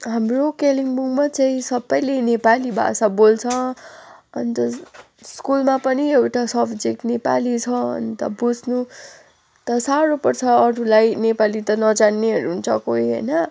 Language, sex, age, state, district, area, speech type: Nepali, female, 18-30, West Bengal, Kalimpong, rural, spontaneous